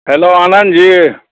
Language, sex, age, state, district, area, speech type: Maithili, male, 45-60, Bihar, Muzaffarpur, rural, conversation